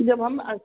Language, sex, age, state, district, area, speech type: Hindi, female, 60+, Uttar Pradesh, Azamgarh, rural, conversation